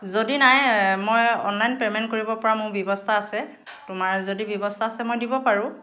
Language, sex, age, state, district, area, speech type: Assamese, female, 45-60, Assam, Dhemaji, rural, spontaneous